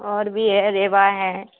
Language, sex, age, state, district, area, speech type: Urdu, female, 18-30, Bihar, Khagaria, rural, conversation